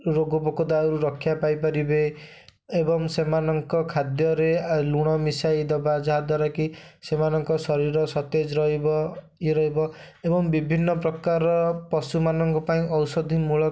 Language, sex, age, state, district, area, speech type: Odia, male, 30-45, Odisha, Bhadrak, rural, spontaneous